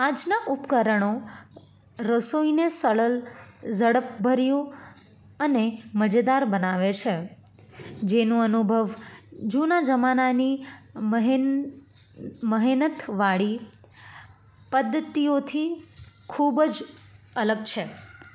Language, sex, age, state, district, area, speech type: Gujarati, female, 18-30, Gujarat, Anand, urban, spontaneous